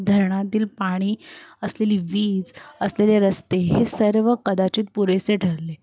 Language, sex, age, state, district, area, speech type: Marathi, female, 30-45, Maharashtra, Mumbai Suburban, urban, spontaneous